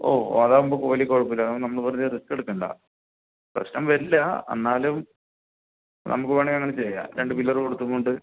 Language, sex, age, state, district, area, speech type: Malayalam, male, 30-45, Kerala, Palakkad, rural, conversation